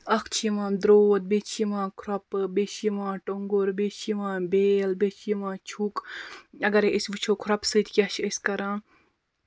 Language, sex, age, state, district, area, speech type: Kashmiri, female, 45-60, Jammu and Kashmir, Baramulla, rural, spontaneous